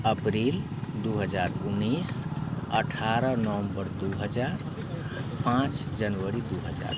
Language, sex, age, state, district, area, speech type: Maithili, male, 30-45, Bihar, Muzaffarpur, rural, spontaneous